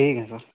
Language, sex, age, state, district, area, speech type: Hindi, male, 45-60, Uttar Pradesh, Ayodhya, rural, conversation